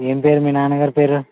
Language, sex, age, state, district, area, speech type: Telugu, male, 18-30, Andhra Pradesh, Konaseema, rural, conversation